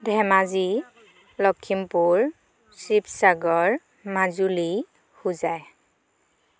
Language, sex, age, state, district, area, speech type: Assamese, female, 18-30, Assam, Dhemaji, rural, spontaneous